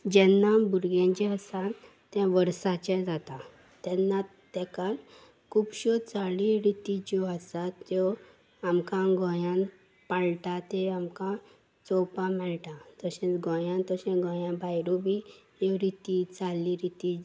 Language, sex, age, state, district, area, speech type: Goan Konkani, female, 18-30, Goa, Salcete, urban, spontaneous